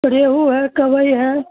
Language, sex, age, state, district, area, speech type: Urdu, male, 30-45, Bihar, Supaul, rural, conversation